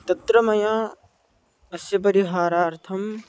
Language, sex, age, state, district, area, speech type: Sanskrit, male, 18-30, Maharashtra, Buldhana, urban, spontaneous